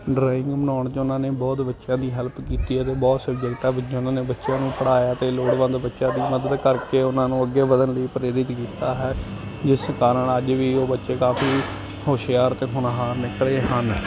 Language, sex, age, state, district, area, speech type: Punjabi, male, 18-30, Punjab, Ludhiana, urban, spontaneous